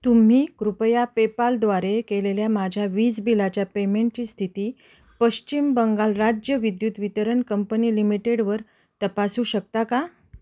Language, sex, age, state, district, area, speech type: Marathi, female, 30-45, Maharashtra, Ahmednagar, urban, read